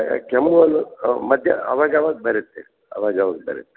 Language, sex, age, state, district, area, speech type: Kannada, male, 60+, Karnataka, Gulbarga, urban, conversation